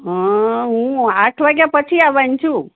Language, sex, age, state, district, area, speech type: Gujarati, female, 60+, Gujarat, Anand, urban, conversation